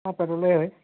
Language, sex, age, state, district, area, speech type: Assamese, male, 30-45, Assam, Tinsukia, rural, conversation